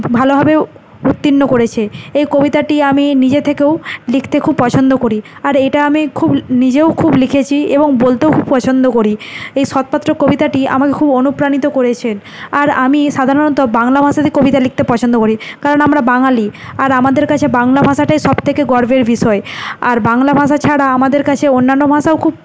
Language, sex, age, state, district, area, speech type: Bengali, female, 30-45, West Bengal, Nadia, urban, spontaneous